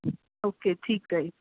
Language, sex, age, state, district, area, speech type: Punjabi, female, 30-45, Punjab, Mohali, rural, conversation